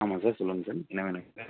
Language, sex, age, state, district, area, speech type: Tamil, male, 18-30, Tamil Nadu, Pudukkottai, rural, conversation